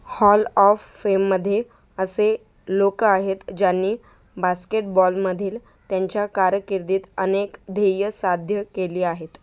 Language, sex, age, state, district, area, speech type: Marathi, female, 18-30, Maharashtra, Mumbai Suburban, rural, read